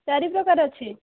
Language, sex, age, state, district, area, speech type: Odia, female, 30-45, Odisha, Dhenkanal, rural, conversation